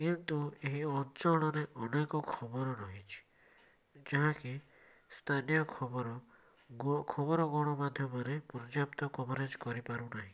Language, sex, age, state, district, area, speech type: Odia, male, 18-30, Odisha, Cuttack, urban, spontaneous